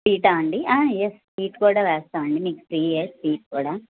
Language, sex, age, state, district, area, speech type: Telugu, female, 45-60, Andhra Pradesh, N T Rama Rao, rural, conversation